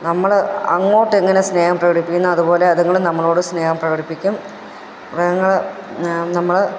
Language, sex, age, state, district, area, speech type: Malayalam, female, 30-45, Kerala, Pathanamthitta, rural, spontaneous